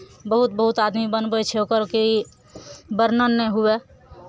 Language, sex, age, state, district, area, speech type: Maithili, female, 30-45, Bihar, Araria, urban, spontaneous